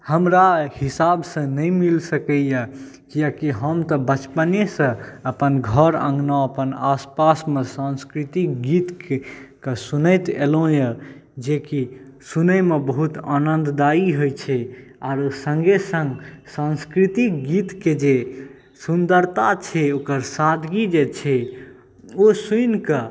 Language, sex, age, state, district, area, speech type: Maithili, male, 18-30, Bihar, Saharsa, rural, spontaneous